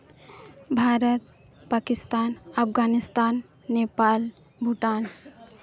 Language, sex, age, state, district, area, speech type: Santali, female, 18-30, Jharkhand, East Singhbhum, rural, spontaneous